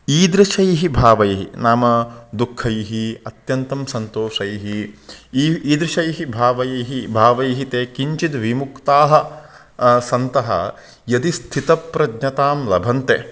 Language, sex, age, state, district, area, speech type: Sanskrit, male, 30-45, Karnataka, Uttara Kannada, rural, spontaneous